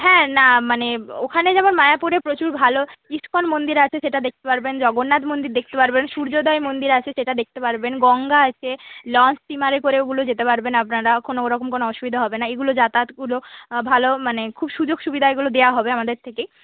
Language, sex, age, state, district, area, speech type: Bengali, female, 30-45, West Bengal, Nadia, rural, conversation